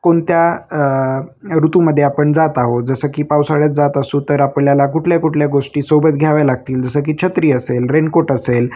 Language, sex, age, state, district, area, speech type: Marathi, male, 30-45, Maharashtra, Osmanabad, rural, spontaneous